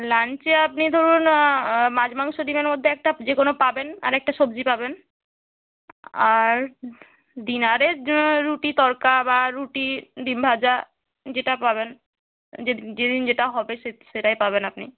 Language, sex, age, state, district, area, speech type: Bengali, female, 18-30, West Bengal, Nadia, rural, conversation